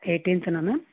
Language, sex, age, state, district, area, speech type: Telugu, male, 18-30, Andhra Pradesh, Krishna, rural, conversation